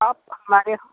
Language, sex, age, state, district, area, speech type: Hindi, male, 60+, Uttar Pradesh, Sonbhadra, rural, conversation